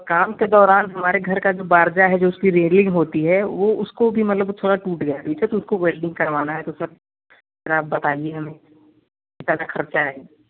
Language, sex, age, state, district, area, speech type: Hindi, male, 18-30, Uttar Pradesh, Prayagraj, rural, conversation